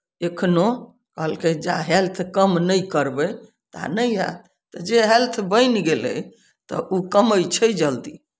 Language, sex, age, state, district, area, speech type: Maithili, female, 60+, Bihar, Samastipur, rural, spontaneous